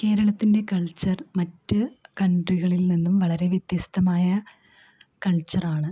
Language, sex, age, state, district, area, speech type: Malayalam, female, 30-45, Kerala, Ernakulam, rural, spontaneous